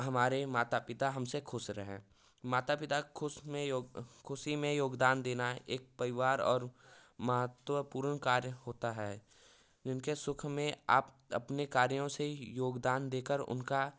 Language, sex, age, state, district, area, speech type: Hindi, male, 18-30, Uttar Pradesh, Varanasi, rural, spontaneous